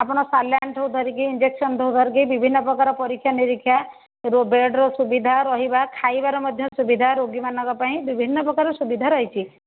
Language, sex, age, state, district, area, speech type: Odia, female, 30-45, Odisha, Bhadrak, rural, conversation